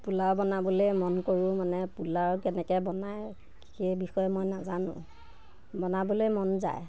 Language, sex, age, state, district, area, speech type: Assamese, female, 30-45, Assam, Nagaon, rural, spontaneous